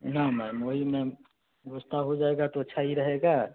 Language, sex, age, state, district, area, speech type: Hindi, male, 18-30, Uttar Pradesh, Chandauli, urban, conversation